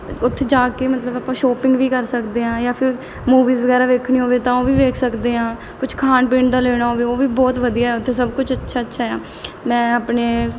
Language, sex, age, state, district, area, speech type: Punjabi, female, 18-30, Punjab, Mohali, urban, spontaneous